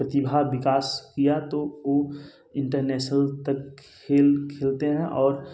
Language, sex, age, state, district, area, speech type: Hindi, male, 18-30, Uttar Pradesh, Bhadohi, rural, spontaneous